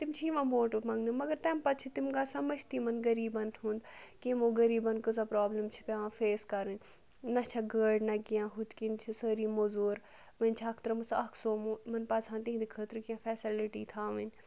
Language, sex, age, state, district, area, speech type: Kashmiri, female, 30-45, Jammu and Kashmir, Ganderbal, rural, spontaneous